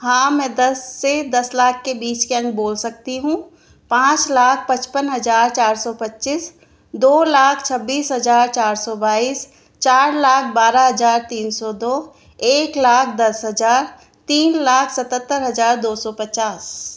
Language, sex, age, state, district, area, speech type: Hindi, female, 30-45, Rajasthan, Jaipur, urban, spontaneous